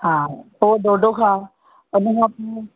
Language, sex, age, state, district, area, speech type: Sindhi, female, 45-60, Maharashtra, Thane, urban, conversation